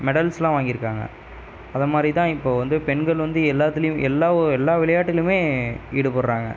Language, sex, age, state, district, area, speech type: Tamil, male, 18-30, Tamil Nadu, Viluppuram, urban, spontaneous